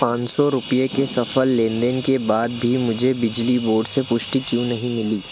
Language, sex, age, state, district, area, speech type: Hindi, male, 18-30, Madhya Pradesh, Betul, urban, read